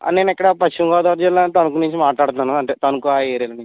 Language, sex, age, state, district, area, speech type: Telugu, male, 30-45, Andhra Pradesh, West Godavari, rural, conversation